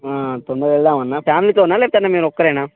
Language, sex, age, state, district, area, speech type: Telugu, male, 18-30, Telangana, Mancherial, rural, conversation